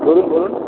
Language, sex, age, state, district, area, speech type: Bengali, male, 18-30, West Bengal, Jalpaiguri, rural, conversation